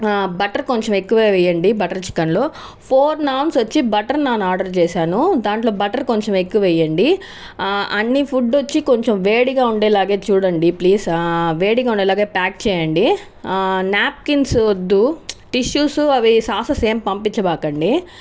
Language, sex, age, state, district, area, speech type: Telugu, female, 60+, Andhra Pradesh, Chittoor, rural, spontaneous